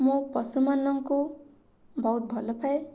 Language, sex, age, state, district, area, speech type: Odia, female, 18-30, Odisha, Kendrapara, urban, spontaneous